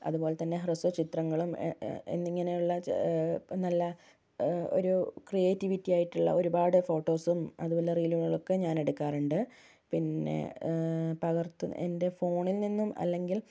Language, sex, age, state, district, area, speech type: Malayalam, female, 18-30, Kerala, Kozhikode, urban, spontaneous